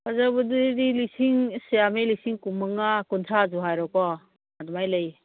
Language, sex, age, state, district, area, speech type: Manipuri, female, 45-60, Manipur, Churachandpur, rural, conversation